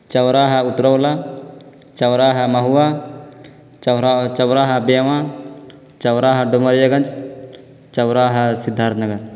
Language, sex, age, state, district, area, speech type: Urdu, male, 18-30, Uttar Pradesh, Balrampur, rural, spontaneous